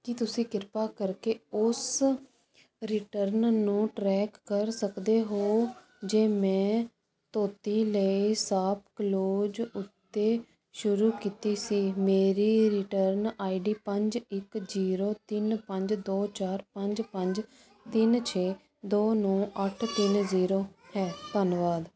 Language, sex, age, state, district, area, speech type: Punjabi, female, 30-45, Punjab, Ludhiana, rural, read